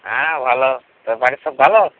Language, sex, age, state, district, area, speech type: Bengali, male, 18-30, West Bengal, Howrah, urban, conversation